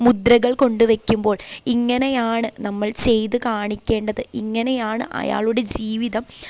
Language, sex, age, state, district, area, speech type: Malayalam, female, 18-30, Kerala, Pathanamthitta, urban, spontaneous